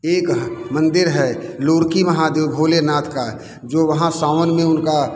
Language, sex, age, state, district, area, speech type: Hindi, male, 60+, Uttar Pradesh, Mirzapur, urban, spontaneous